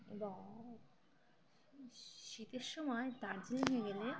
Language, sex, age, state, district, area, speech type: Bengali, female, 18-30, West Bengal, Dakshin Dinajpur, urban, spontaneous